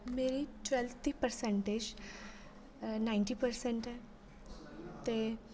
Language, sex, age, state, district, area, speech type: Dogri, female, 18-30, Jammu and Kashmir, Jammu, rural, spontaneous